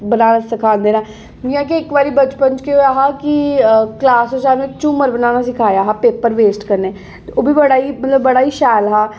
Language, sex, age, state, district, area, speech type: Dogri, female, 18-30, Jammu and Kashmir, Jammu, urban, spontaneous